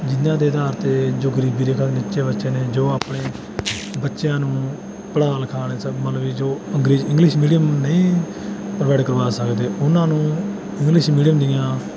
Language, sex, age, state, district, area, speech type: Punjabi, male, 18-30, Punjab, Bathinda, urban, spontaneous